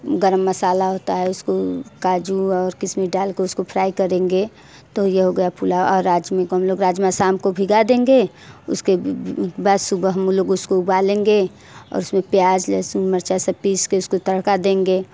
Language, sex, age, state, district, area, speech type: Hindi, female, 30-45, Uttar Pradesh, Mirzapur, rural, spontaneous